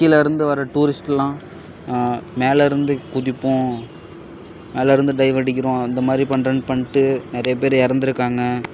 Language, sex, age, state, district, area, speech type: Tamil, male, 18-30, Tamil Nadu, Perambalur, rural, spontaneous